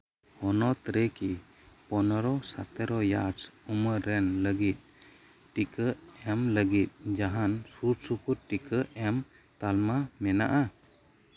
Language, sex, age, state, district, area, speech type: Santali, male, 30-45, West Bengal, Birbhum, rural, read